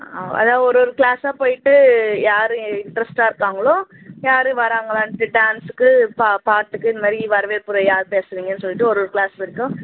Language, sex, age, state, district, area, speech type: Tamil, female, 18-30, Tamil Nadu, Chennai, urban, conversation